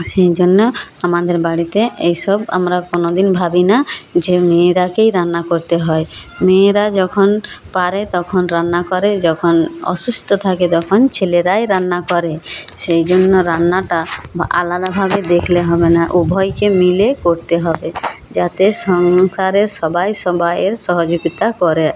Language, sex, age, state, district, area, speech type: Bengali, female, 45-60, West Bengal, Jhargram, rural, spontaneous